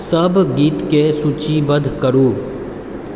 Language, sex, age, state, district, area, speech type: Maithili, male, 30-45, Bihar, Purnia, rural, read